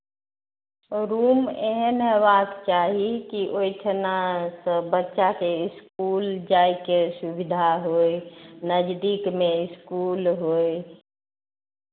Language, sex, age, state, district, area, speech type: Maithili, female, 45-60, Bihar, Madhubani, rural, conversation